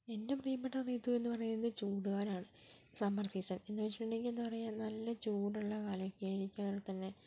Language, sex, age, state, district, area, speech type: Malayalam, female, 18-30, Kerala, Kozhikode, urban, spontaneous